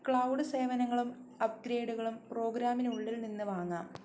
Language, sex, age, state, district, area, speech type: Malayalam, female, 18-30, Kerala, Wayanad, rural, read